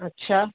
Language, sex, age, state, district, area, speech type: Urdu, female, 30-45, Uttar Pradesh, Muzaffarnagar, urban, conversation